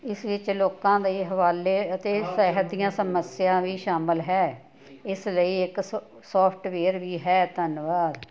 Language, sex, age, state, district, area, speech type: Punjabi, female, 60+, Punjab, Ludhiana, rural, read